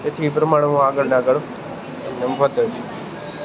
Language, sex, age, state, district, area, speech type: Gujarati, male, 18-30, Gujarat, Junagadh, urban, spontaneous